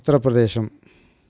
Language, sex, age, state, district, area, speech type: Tamil, male, 45-60, Tamil Nadu, Erode, rural, spontaneous